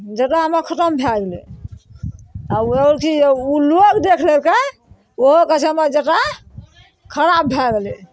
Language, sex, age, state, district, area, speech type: Maithili, female, 60+, Bihar, Araria, rural, spontaneous